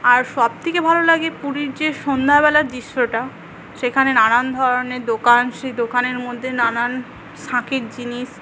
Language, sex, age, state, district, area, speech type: Bengali, female, 18-30, West Bengal, Paschim Medinipur, rural, spontaneous